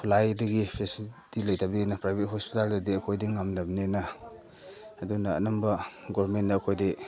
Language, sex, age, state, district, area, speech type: Manipuri, male, 45-60, Manipur, Chandel, rural, spontaneous